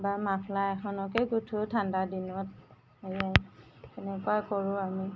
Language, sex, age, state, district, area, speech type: Assamese, female, 30-45, Assam, Golaghat, urban, spontaneous